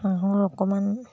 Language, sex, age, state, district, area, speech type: Assamese, female, 60+, Assam, Dibrugarh, rural, spontaneous